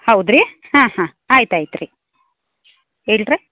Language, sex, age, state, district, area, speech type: Kannada, female, 60+, Karnataka, Belgaum, rural, conversation